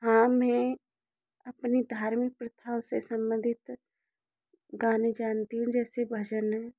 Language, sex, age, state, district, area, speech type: Hindi, female, 18-30, Rajasthan, Karauli, rural, spontaneous